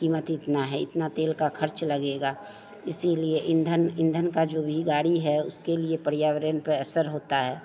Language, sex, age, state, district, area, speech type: Hindi, female, 45-60, Bihar, Begusarai, rural, spontaneous